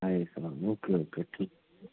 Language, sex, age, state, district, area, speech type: Urdu, male, 30-45, Maharashtra, Nashik, urban, conversation